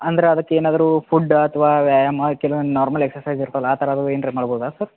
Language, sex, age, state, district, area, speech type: Kannada, male, 45-60, Karnataka, Belgaum, rural, conversation